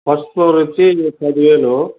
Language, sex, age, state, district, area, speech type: Telugu, male, 60+, Andhra Pradesh, Nellore, rural, conversation